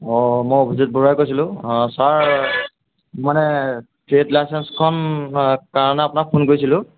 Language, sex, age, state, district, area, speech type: Assamese, male, 18-30, Assam, Golaghat, urban, conversation